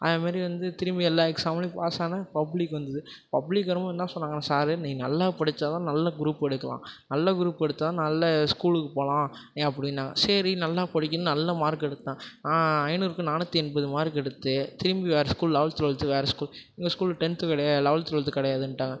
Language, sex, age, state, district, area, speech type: Tamil, male, 18-30, Tamil Nadu, Tiruvarur, rural, spontaneous